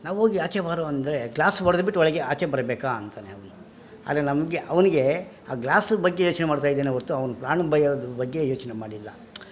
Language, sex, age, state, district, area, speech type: Kannada, male, 45-60, Karnataka, Bangalore Rural, rural, spontaneous